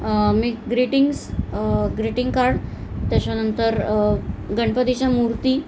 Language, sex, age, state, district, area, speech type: Marathi, female, 45-60, Maharashtra, Thane, rural, spontaneous